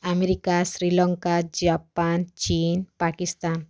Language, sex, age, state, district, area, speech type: Odia, female, 18-30, Odisha, Kalahandi, rural, spontaneous